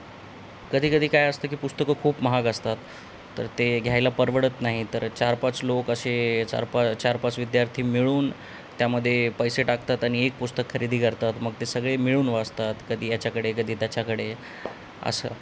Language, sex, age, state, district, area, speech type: Marathi, male, 18-30, Maharashtra, Nanded, urban, spontaneous